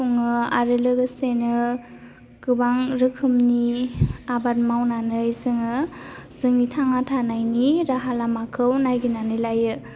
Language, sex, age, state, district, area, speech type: Bodo, female, 18-30, Assam, Baksa, rural, spontaneous